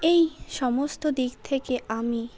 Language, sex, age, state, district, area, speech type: Bengali, female, 30-45, West Bengal, Hooghly, urban, spontaneous